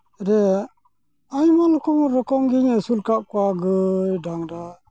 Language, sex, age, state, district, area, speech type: Santali, male, 45-60, West Bengal, Malda, rural, spontaneous